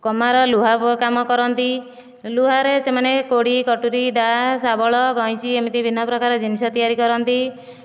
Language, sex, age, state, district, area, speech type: Odia, female, 30-45, Odisha, Nayagarh, rural, spontaneous